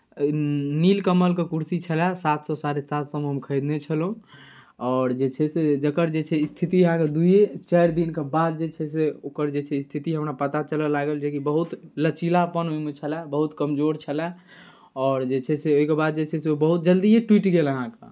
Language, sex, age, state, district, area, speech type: Maithili, male, 18-30, Bihar, Darbhanga, rural, spontaneous